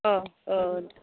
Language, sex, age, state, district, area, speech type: Assamese, female, 30-45, Assam, Goalpara, urban, conversation